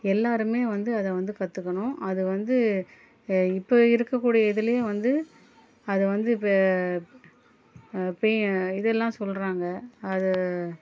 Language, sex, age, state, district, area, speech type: Tamil, female, 30-45, Tamil Nadu, Chennai, urban, spontaneous